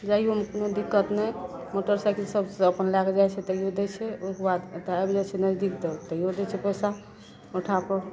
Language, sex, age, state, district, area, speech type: Maithili, female, 45-60, Bihar, Madhepura, rural, spontaneous